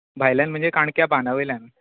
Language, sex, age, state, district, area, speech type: Goan Konkani, male, 18-30, Goa, Bardez, urban, conversation